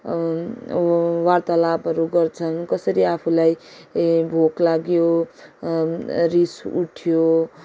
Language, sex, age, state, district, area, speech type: Nepali, female, 18-30, West Bengal, Darjeeling, rural, spontaneous